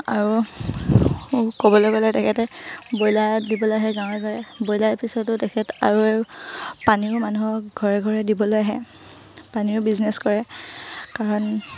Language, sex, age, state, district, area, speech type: Assamese, female, 18-30, Assam, Sivasagar, rural, spontaneous